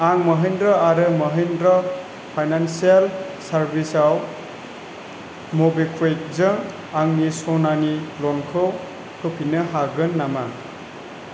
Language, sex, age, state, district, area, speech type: Bodo, male, 18-30, Assam, Chirang, urban, read